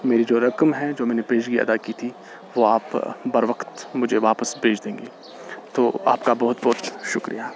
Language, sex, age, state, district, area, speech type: Urdu, male, 18-30, Jammu and Kashmir, Srinagar, rural, spontaneous